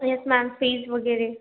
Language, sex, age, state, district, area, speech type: Marathi, female, 18-30, Maharashtra, Washim, rural, conversation